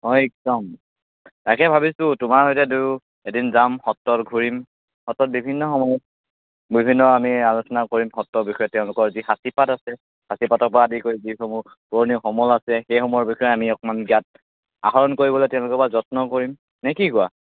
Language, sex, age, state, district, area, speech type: Assamese, male, 18-30, Assam, Majuli, rural, conversation